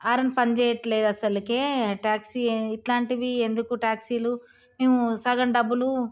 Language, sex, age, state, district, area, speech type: Telugu, female, 30-45, Telangana, Jagtial, rural, spontaneous